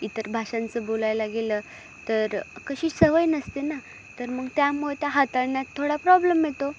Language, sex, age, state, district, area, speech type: Marathi, female, 18-30, Maharashtra, Ahmednagar, urban, spontaneous